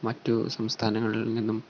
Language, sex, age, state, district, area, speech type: Malayalam, male, 18-30, Kerala, Malappuram, rural, spontaneous